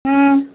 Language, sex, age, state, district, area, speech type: Tamil, female, 18-30, Tamil Nadu, Thoothukudi, rural, conversation